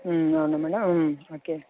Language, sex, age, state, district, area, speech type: Telugu, female, 30-45, Andhra Pradesh, Sri Balaji, urban, conversation